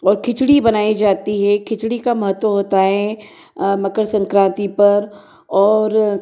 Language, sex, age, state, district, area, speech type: Hindi, female, 45-60, Madhya Pradesh, Ujjain, urban, spontaneous